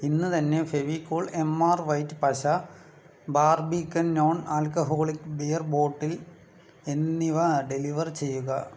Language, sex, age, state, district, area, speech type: Malayalam, male, 18-30, Kerala, Palakkad, rural, read